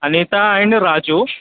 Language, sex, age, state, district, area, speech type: Telugu, male, 30-45, Andhra Pradesh, Krishna, urban, conversation